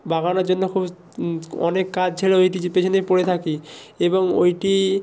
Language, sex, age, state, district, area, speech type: Bengali, male, 18-30, West Bengal, Purba Medinipur, rural, spontaneous